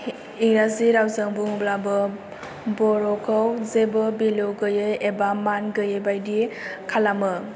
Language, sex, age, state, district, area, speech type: Bodo, female, 18-30, Assam, Chirang, urban, spontaneous